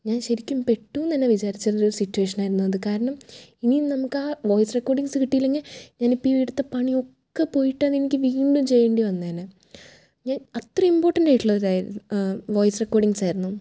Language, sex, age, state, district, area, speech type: Malayalam, female, 18-30, Kerala, Thrissur, urban, spontaneous